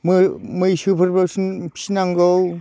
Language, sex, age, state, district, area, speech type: Bodo, male, 45-60, Assam, Udalguri, rural, spontaneous